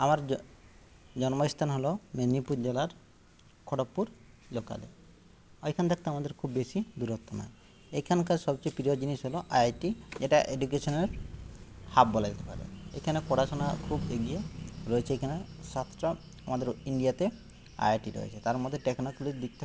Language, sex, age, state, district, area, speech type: Bengali, male, 30-45, West Bengal, Jhargram, rural, spontaneous